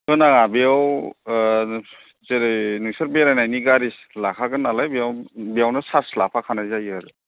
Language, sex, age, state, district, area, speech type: Bodo, male, 30-45, Assam, Chirang, rural, conversation